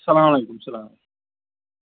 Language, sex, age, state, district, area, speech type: Kashmiri, male, 30-45, Jammu and Kashmir, Anantnag, rural, conversation